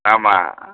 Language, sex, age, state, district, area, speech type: Tamil, male, 60+, Tamil Nadu, Viluppuram, rural, conversation